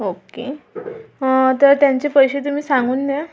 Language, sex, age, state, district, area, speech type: Marathi, female, 18-30, Maharashtra, Amravati, urban, spontaneous